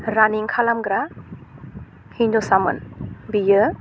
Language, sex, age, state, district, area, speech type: Bodo, female, 18-30, Assam, Udalguri, urban, spontaneous